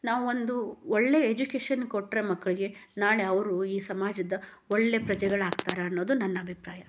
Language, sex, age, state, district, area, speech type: Kannada, female, 30-45, Karnataka, Gadag, rural, spontaneous